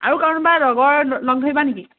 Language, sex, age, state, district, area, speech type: Assamese, female, 18-30, Assam, Charaideo, rural, conversation